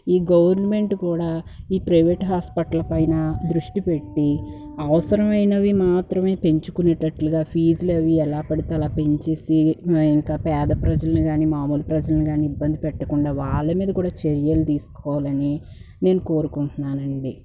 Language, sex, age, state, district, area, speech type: Telugu, female, 18-30, Andhra Pradesh, Guntur, urban, spontaneous